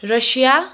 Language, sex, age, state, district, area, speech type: Nepali, female, 30-45, West Bengal, Kalimpong, rural, spontaneous